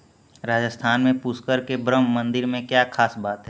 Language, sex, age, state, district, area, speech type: Hindi, male, 18-30, Uttar Pradesh, Mau, urban, read